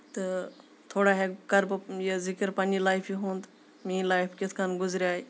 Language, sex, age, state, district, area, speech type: Kashmiri, female, 30-45, Jammu and Kashmir, Kupwara, urban, spontaneous